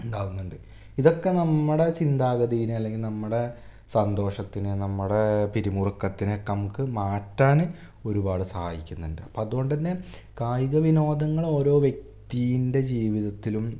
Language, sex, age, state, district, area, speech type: Malayalam, male, 18-30, Kerala, Malappuram, rural, spontaneous